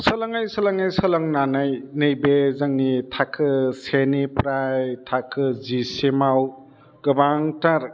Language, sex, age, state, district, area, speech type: Bodo, male, 60+, Assam, Chirang, urban, spontaneous